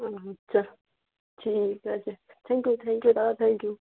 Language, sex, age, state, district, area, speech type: Bengali, female, 45-60, West Bengal, Darjeeling, urban, conversation